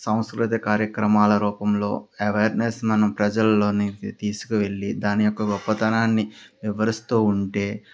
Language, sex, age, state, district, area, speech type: Telugu, male, 30-45, Andhra Pradesh, Anakapalli, rural, spontaneous